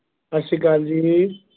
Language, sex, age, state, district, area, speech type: Punjabi, male, 45-60, Punjab, Shaheed Bhagat Singh Nagar, rural, conversation